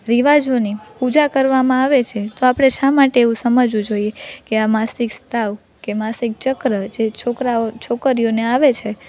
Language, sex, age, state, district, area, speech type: Gujarati, female, 18-30, Gujarat, Rajkot, urban, spontaneous